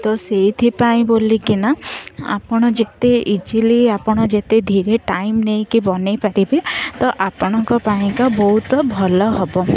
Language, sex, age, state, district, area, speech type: Odia, female, 45-60, Odisha, Sundergarh, rural, spontaneous